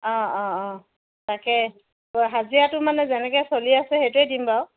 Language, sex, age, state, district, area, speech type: Assamese, female, 45-60, Assam, Dibrugarh, rural, conversation